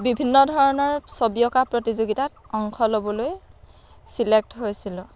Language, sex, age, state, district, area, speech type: Assamese, female, 18-30, Assam, Dhemaji, rural, spontaneous